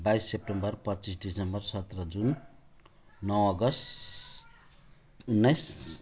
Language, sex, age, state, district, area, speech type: Nepali, male, 45-60, West Bengal, Jalpaiguri, rural, spontaneous